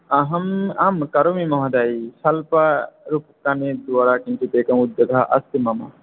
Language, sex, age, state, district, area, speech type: Sanskrit, male, 18-30, West Bengal, South 24 Parganas, rural, conversation